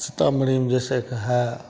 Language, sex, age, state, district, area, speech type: Hindi, male, 45-60, Bihar, Begusarai, urban, spontaneous